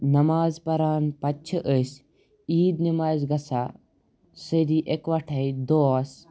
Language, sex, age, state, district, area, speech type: Kashmiri, male, 18-30, Jammu and Kashmir, Kupwara, rural, spontaneous